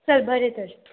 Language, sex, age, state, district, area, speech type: Goan Konkani, female, 18-30, Goa, Murmgao, rural, conversation